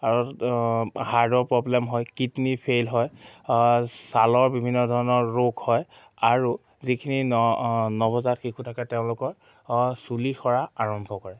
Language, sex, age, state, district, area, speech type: Assamese, male, 18-30, Assam, Majuli, urban, spontaneous